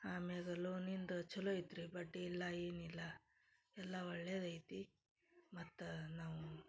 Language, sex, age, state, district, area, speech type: Kannada, female, 30-45, Karnataka, Dharwad, rural, spontaneous